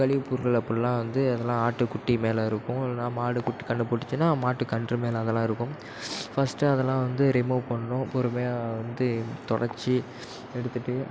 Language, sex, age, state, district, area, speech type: Tamil, male, 18-30, Tamil Nadu, Nagapattinam, rural, spontaneous